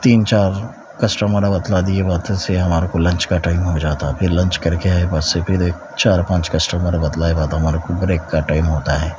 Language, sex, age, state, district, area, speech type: Urdu, male, 45-60, Telangana, Hyderabad, urban, spontaneous